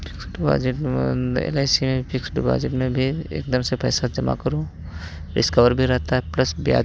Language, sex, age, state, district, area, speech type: Hindi, male, 30-45, Uttar Pradesh, Hardoi, rural, spontaneous